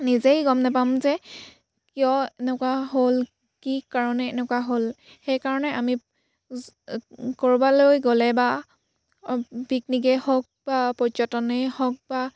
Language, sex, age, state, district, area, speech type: Assamese, female, 18-30, Assam, Sivasagar, rural, spontaneous